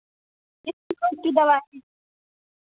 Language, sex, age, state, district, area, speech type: Hindi, female, 30-45, Uttar Pradesh, Pratapgarh, rural, conversation